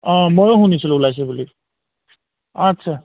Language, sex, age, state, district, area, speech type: Assamese, male, 30-45, Assam, Charaideo, urban, conversation